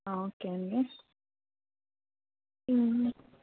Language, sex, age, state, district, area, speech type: Telugu, female, 18-30, Telangana, Adilabad, urban, conversation